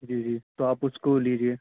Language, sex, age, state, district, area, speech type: Urdu, male, 18-30, Delhi, Central Delhi, urban, conversation